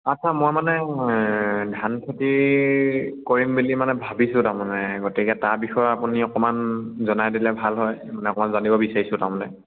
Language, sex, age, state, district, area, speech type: Assamese, male, 18-30, Assam, Sivasagar, rural, conversation